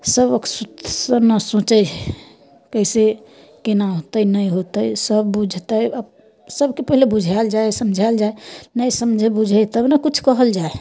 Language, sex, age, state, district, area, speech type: Maithili, female, 30-45, Bihar, Samastipur, rural, spontaneous